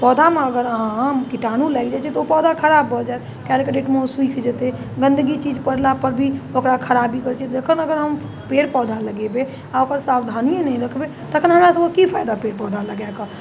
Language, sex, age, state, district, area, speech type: Maithili, female, 30-45, Bihar, Muzaffarpur, urban, spontaneous